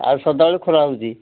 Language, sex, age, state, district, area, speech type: Odia, male, 60+, Odisha, Ganjam, urban, conversation